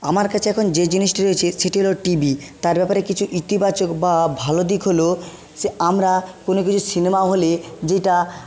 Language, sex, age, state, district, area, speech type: Bengali, male, 30-45, West Bengal, Jhargram, rural, spontaneous